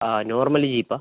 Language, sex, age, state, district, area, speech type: Malayalam, male, 45-60, Kerala, Wayanad, rural, conversation